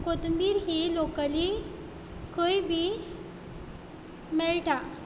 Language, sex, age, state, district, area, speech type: Goan Konkani, female, 18-30, Goa, Quepem, rural, spontaneous